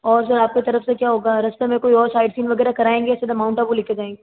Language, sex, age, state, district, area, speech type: Hindi, female, 30-45, Rajasthan, Jodhpur, urban, conversation